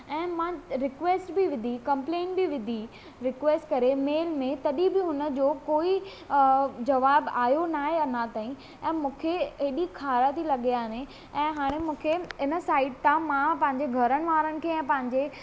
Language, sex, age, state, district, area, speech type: Sindhi, female, 18-30, Maharashtra, Thane, urban, spontaneous